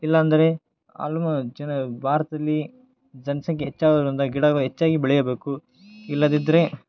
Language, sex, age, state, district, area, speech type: Kannada, male, 18-30, Karnataka, Koppal, rural, spontaneous